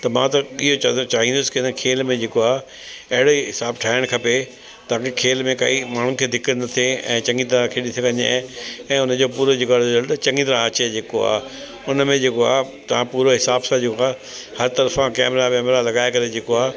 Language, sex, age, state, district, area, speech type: Sindhi, male, 60+, Delhi, South Delhi, urban, spontaneous